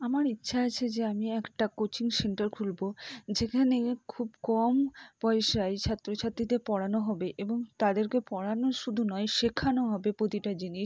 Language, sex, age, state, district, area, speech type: Bengali, female, 60+, West Bengal, Purba Bardhaman, urban, spontaneous